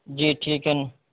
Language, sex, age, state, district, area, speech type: Urdu, male, 18-30, Uttar Pradesh, Saharanpur, urban, conversation